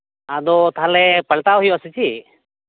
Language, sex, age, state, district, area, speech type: Santali, male, 30-45, West Bengal, Birbhum, rural, conversation